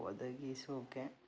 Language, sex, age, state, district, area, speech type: Kannada, male, 18-30, Karnataka, Davanagere, urban, spontaneous